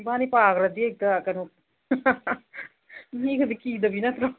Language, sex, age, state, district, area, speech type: Manipuri, female, 45-60, Manipur, Imphal East, rural, conversation